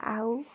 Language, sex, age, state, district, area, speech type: Odia, female, 18-30, Odisha, Ganjam, urban, spontaneous